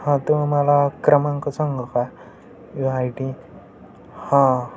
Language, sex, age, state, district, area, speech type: Marathi, male, 18-30, Maharashtra, Satara, urban, spontaneous